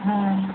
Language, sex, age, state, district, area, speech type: Bengali, female, 30-45, West Bengal, Birbhum, urban, conversation